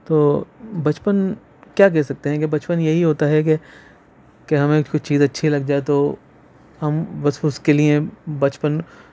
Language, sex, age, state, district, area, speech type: Urdu, male, 18-30, Delhi, Central Delhi, urban, spontaneous